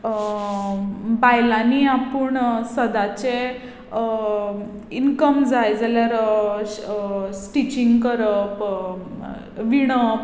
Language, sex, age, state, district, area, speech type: Goan Konkani, female, 18-30, Goa, Tiswadi, rural, spontaneous